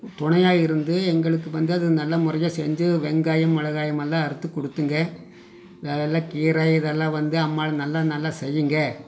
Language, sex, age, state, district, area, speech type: Tamil, male, 45-60, Tamil Nadu, Coimbatore, rural, spontaneous